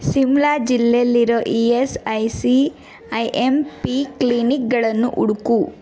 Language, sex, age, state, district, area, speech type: Kannada, female, 18-30, Karnataka, Bangalore Urban, urban, read